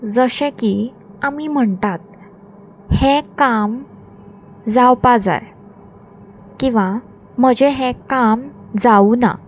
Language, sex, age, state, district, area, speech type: Goan Konkani, female, 18-30, Goa, Salcete, rural, spontaneous